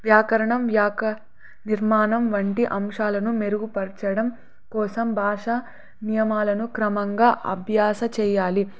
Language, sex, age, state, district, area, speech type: Telugu, female, 18-30, Andhra Pradesh, Sri Satya Sai, urban, spontaneous